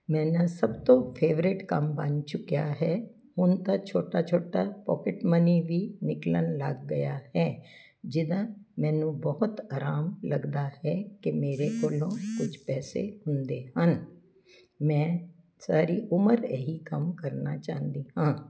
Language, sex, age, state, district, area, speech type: Punjabi, female, 60+, Punjab, Jalandhar, urban, spontaneous